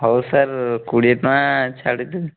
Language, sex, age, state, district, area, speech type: Odia, male, 18-30, Odisha, Mayurbhanj, rural, conversation